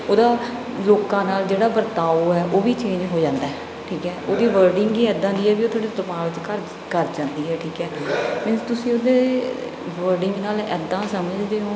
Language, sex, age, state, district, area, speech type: Punjabi, female, 30-45, Punjab, Bathinda, urban, spontaneous